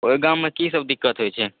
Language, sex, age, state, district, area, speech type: Maithili, male, 18-30, Bihar, Supaul, rural, conversation